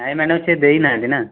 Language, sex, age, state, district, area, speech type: Odia, male, 30-45, Odisha, Jajpur, rural, conversation